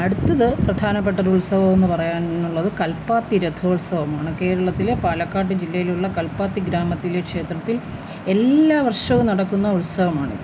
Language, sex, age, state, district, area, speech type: Malayalam, female, 60+, Kerala, Thiruvananthapuram, urban, spontaneous